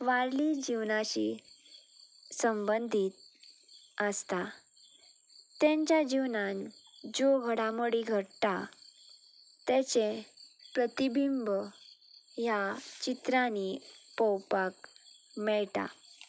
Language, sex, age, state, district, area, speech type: Goan Konkani, female, 18-30, Goa, Ponda, rural, spontaneous